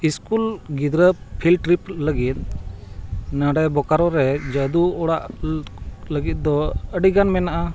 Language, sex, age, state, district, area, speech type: Santali, male, 45-60, Jharkhand, Bokaro, rural, spontaneous